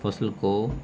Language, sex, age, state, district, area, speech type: Urdu, male, 45-60, Bihar, Gaya, rural, spontaneous